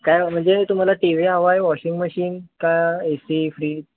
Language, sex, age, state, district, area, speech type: Marathi, male, 18-30, Maharashtra, Sangli, urban, conversation